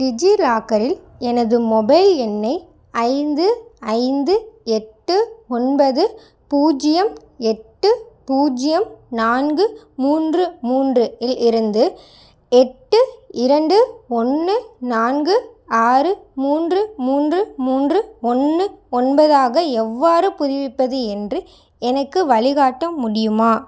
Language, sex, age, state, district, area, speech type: Tamil, female, 18-30, Tamil Nadu, Madurai, urban, read